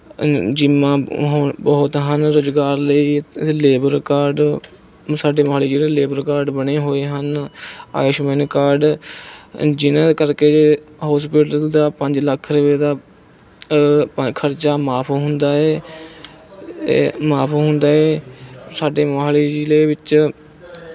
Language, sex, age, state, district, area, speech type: Punjabi, male, 18-30, Punjab, Mohali, rural, spontaneous